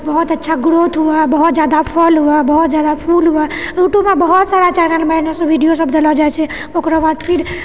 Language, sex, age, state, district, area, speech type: Maithili, female, 30-45, Bihar, Purnia, rural, spontaneous